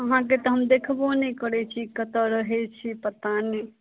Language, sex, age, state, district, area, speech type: Maithili, female, 30-45, Bihar, Madhubani, rural, conversation